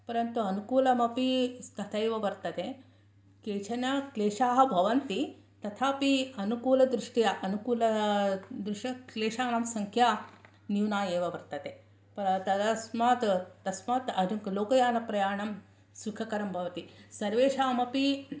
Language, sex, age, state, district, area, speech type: Sanskrit, female, 60+, Karnataka, Mysore, urban, spontaneous